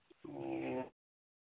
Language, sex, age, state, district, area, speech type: Manipuri, male, 18-30, Manipur, Churachandpur, rural, conversation